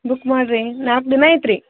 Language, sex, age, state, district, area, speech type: Kannada, female, 30-45, Karnataka, Gulbarga, urban, conversation